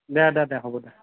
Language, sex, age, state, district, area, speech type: Assamese, male, 18-30, Assam, Nalbari, rural, conversation